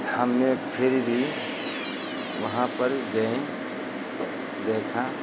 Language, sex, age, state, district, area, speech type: Hindi, male, 45-60, Uttar Pradesh, Lucknow, rural, spontaneous